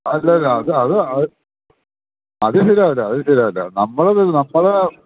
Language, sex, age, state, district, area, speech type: Malayalam, male, 60+, Kerala, Idukki, rural, conversation